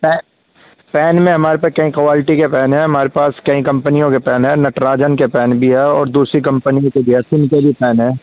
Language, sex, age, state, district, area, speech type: Urdu, male, 18-30, Uttar Pradesh, Saharanpur, urban, conversation